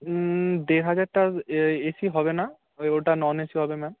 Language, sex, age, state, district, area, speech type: Bengali, male, 18-30, West Bengal, Paschim Medinipur, rural, conversation